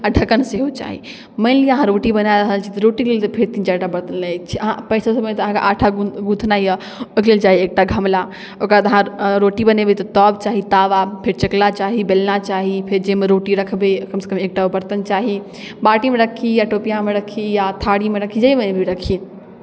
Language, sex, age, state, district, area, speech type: Maithili, female, 18-30, Bihar, Darbhanga, rural, spontaneous